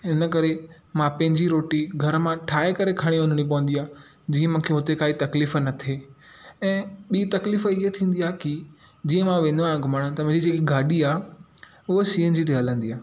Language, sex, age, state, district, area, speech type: Sindhi, male, 18-30, Maharashtra, Thane, urban, spontaneous